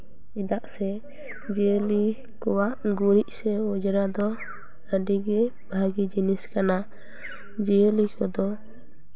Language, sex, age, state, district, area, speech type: Santali, female, 18-30, West Bengal, Paschim Bardhaman, urban, spontaneous